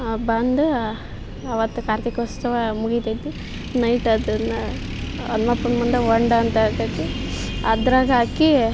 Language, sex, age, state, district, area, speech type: Kannada, female, 18-30, Karnataka, Koppal, rural, spontaneous